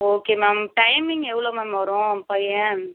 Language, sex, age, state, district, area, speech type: Tamil, female, 30-45, Tamil Nadu, Ariyalur, rural, conversation